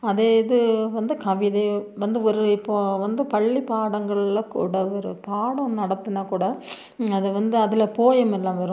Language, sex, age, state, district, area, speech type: Tamil, female, 30-45, Tamil Nadu, Nilgiris, rural, spontaneous